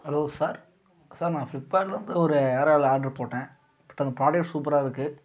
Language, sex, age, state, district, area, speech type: Tamil, male, 18-30, Tamil Nadu, Coimbatore, rural, spontaneous